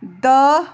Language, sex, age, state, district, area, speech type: Kashmiri, female, 18-30, Jammu and Kashmir, Pulwama, rural, spontaneous